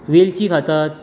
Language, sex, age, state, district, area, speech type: Goan Konkani, male, 30-45, Goa, Bardez, rural, spontaneous